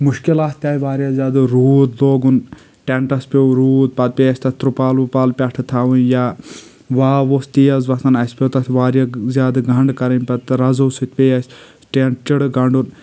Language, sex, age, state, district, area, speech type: Kashmiri, male, 18-30, Jammu and Kashmir, Kulgam, urban, spontaneous